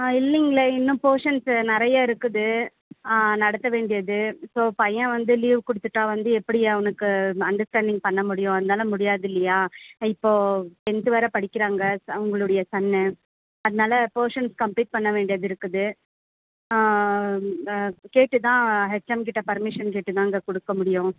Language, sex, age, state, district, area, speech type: Tamil, female, 30-45, Tamil Nadu, Krishnagiri, rural, conversation